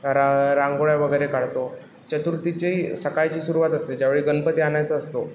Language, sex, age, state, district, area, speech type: Marathi, male, 18-30, Maharashtra, Sindhudurg, rural, spontaneous